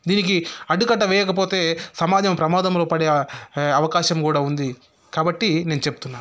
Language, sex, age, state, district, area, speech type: Telugu, male, 30-45, Telangana, Sangareddy, rural, spontaneous